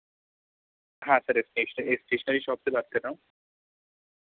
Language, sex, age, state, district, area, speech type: Hindi, male, 18-30, Madhya Pradesh, Seoni, urban, conversation